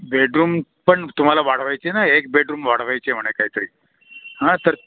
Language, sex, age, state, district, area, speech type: Marathi, male, 60+, Maharashtra, Nashik, urban, conversation